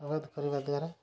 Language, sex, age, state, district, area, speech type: Odia, male, 30-45, Odisha, Mayurbhanj, rural, spontaneous